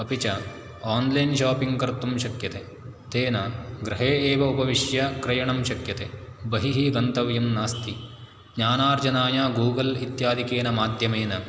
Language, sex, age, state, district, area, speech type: Sanskrit, male, 18-30, Karnataka, Uttara Kannada, rural, spontaneous